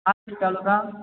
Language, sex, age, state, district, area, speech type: Tamil, male, 18-30, Tamil Nadu, Tiruvannamalai, urban, conversation